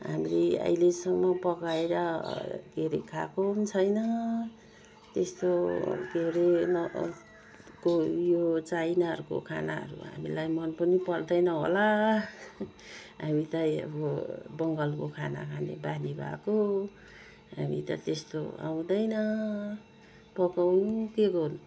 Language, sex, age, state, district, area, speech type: Nepali, female, 60+, West Bengal, Jalpaiguri, urban, spontaneous